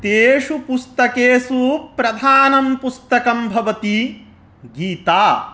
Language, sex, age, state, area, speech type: Sanskrit, male, 30-45, Bihar, rural, spontaneous